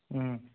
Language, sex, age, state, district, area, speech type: Manipuri, male, 18-30, Manipur, Chandel, rural, conversation